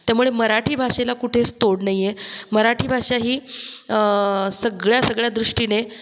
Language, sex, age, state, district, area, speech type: Marathi, female, 45-60, Maharashtra, Buldhana, rural, spontaneous